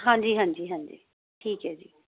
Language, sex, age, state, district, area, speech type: Punjabi, female, 45-60, Punjab, Fazilka, rural, conversation